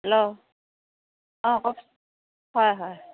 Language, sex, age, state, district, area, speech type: Assamese, female, 30-45, Assam, Dhemaji, urban, conversation